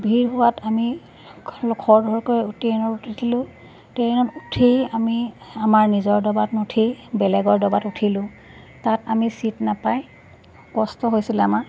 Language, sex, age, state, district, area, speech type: Assamese, female, 45-60, Assam, Golaghat, rural, spontaneous